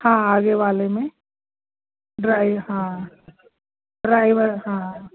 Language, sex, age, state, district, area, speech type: Hindi, female, 60+, Madhya Pradesh, Jabalpur, urban, conversation